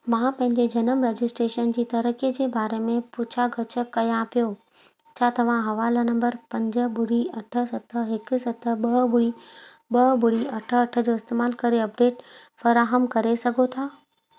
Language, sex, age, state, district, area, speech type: Sindhi, female, 30-45, Gujarat, Kutch, urban, read